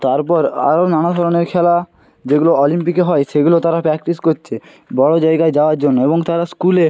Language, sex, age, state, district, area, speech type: Bengali, male, 18-30, West Bengal, Purba Medinipur, rural, spontaneous